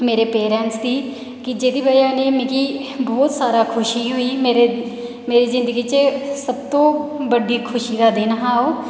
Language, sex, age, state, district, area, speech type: Dogri, female, 18-30, Jammu and Kashmir, Reasi, rural, spontaneous